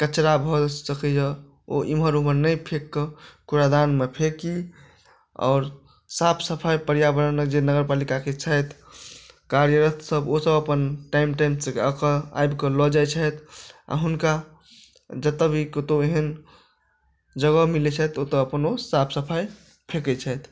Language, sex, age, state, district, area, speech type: Maithili, male, 45-60, Bihar, Madhubani, urban, spontaneous